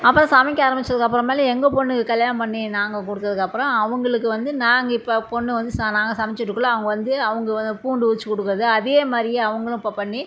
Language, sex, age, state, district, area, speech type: Tamil, female, 60+, Tamil Nadu, Salem, rural, spontaneous